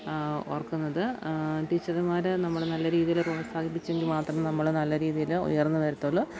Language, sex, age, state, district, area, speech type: Malayalam, female, 30-45, Kerala, Alappuzha, rural, spontaneous